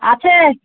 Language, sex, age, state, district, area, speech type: Bengali, female, 45-60, West Bengal, Uttar Dinajpur, urban, conversation